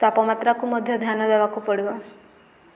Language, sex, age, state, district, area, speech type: Odia, female, 18-30, Odisha, Subarnapur, urban, spontaneous